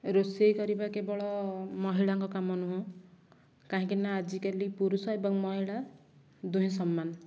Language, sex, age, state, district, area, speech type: Odia, female, 18-30, Odisha, Nayagarh, rural, spontaneous